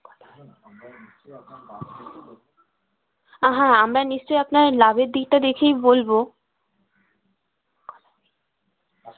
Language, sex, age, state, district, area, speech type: Bengali, female, 18-30, West Bengal, Birbhum, urban, conversation